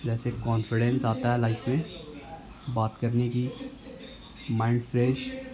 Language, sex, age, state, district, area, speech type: Urdu, male, 18-30, Bihar, Gaya, urban, spontaneous